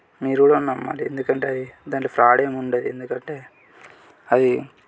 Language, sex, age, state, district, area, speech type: Telugu, male, 18-30, Telangana, Yadadri Bhuvanagiri, urban, spontaneous